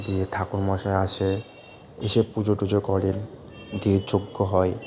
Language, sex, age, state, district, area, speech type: Bengali, male, 18-30, West Bengal, Malda, rural, spontaneous